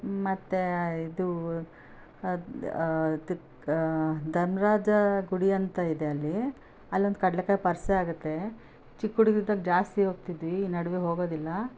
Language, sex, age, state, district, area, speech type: Kannada, female, 45-60, Karnataka, Bellary, rural, spontaneous